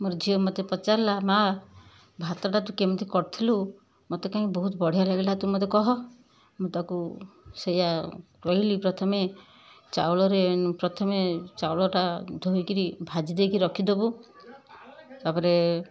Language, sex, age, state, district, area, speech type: Odia, female, 60+, Odisha, Kendujhar, urban, spontaneous